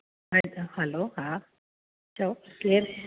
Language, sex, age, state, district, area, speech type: Sindhi, female, 60+, Delhi, South Delhi, urban, conversation